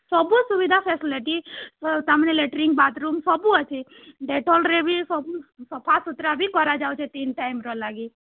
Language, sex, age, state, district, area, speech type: Odia, female, 60+, Odisha, Boudh, rural, conversation